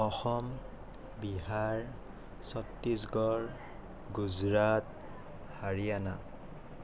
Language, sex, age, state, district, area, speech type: Assamese, male, 18-30, Assam, Morigaon, rural, spontaneous